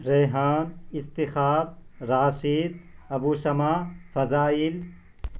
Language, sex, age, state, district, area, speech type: Urdu, male, 18-30, Bihar, Purnia, rural, spontaneous